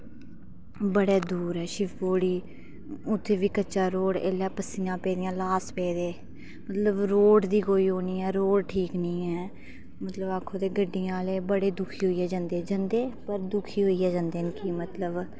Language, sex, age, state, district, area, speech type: Dogri, female, 30-45, Jammu and Kashmir, Reasi, rural, spontaneous